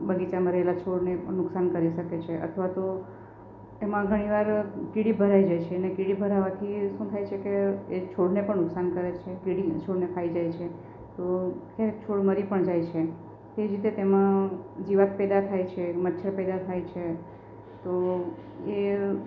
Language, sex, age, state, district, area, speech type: Gujarati, female, 45-60, Gujarat, Valsad, rural, spontaneous